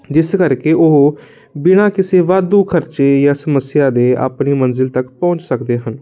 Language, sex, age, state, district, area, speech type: Punjabi, male, 18-30, Punjab, Kapurthala, urban, spontaneous